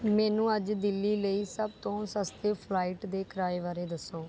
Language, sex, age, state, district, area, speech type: Punjabi, female, 30-45, Punjab, Rupnagar, rural, read